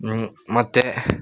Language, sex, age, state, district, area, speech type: Kannada, male, 18-30, Karnataka, Gulbarga, urban, spontaneous